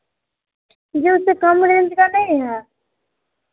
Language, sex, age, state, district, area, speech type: Hindi, female, 18-30, Bihar, Vaishali, rural, conversation